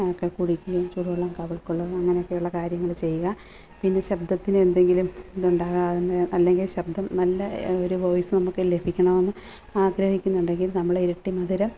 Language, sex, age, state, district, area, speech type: Malayalam, female, 30-45, Kerala, Alappuzha, rural, spontaneous